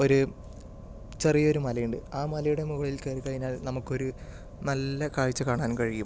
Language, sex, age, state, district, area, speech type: Malayalam, male, 18-30, Kerala, Palakkad, urban, spontaneous